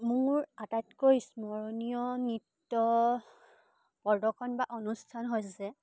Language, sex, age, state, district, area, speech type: Assamese, female, 18-30, Assam, Charaideo, urban, spontaneous